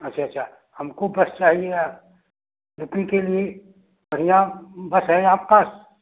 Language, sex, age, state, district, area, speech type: Hindi, male, 60+, Uttar Pradesh, Prayagraj, rural, conversation